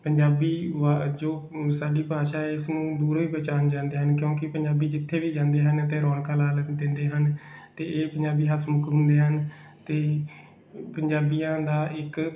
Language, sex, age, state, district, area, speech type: Punjabi, male, 18-30, Punjab, Bathinda, rural, spontaneous